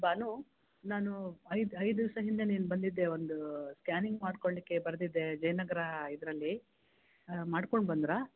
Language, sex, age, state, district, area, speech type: Kannada, female, 60+, Karnataka, Bangalore Rural, rural, conversation